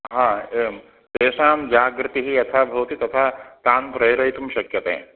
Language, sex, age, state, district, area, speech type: Sanskrit, male, 30-45, Karnataka, Uttara Kannada, rural, conversation